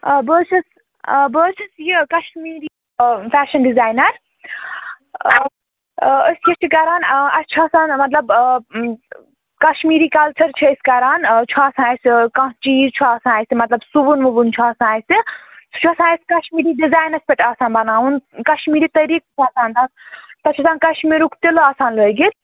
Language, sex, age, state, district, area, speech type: Kashmiri, female, 30-45, Jammu and Kashmir, Bandipora, rural, conversation